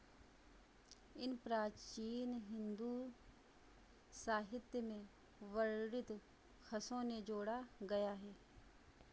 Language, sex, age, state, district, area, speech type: Hindi, female, 45-60, Uttar Pradesh, Sitapur, rural, read